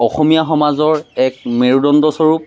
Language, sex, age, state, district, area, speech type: Assamese, male, 30-45, Assam, Majuli, urban, spontaneous